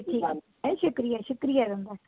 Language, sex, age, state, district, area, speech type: Dogri, female, 60+, Jammu and Kashmir, Kathua, rural, conversation